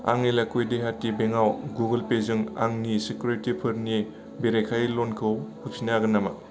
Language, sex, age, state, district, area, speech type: Bodo, male, 18-30, Assam, Baksa, rural, read